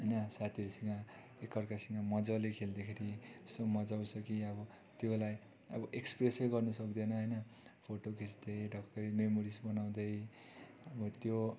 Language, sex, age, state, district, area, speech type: Nepali, male, 30-45, West Bengal, Darjeeling, rural, spontaneous